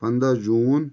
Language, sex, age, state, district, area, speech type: Kashmiri, male, 30-45, Jammu and Kashmir, Anantnag, rural, spontaneous